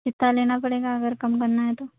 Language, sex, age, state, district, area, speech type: Urdu, female, 18-30, Telangana, Hyderabad, urban, conversation